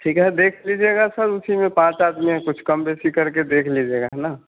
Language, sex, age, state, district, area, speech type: Hindi, male, 18-30, Bihar, Vaishali, urban, conversation